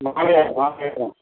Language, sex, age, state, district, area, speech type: Tamil, male, 60+, Tamil Nadu, Perambalur, rural, conversation